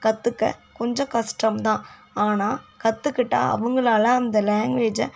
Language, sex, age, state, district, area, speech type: Tamil, female, 18-30, Tamil Nadu, Kallakurichi, urban, spontaneous